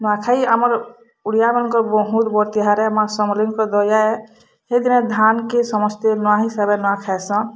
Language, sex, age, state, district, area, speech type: Odia, female, 45-60, Odisha, Bargarh, urban, spontaneous